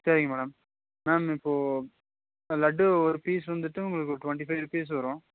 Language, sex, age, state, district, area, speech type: Tamil, male, 30-45, Tamil Nadu, Nilgiris, urban, conversation